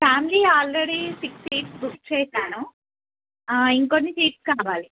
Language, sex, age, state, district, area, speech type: Telugu, female, 30-45, Telangana, Bhadradri Kothagudem, urban, conversation